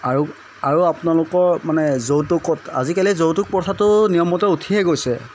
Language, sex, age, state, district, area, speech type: Assamese, male, 30-45, Assam, Jorhat, urban, spontaneous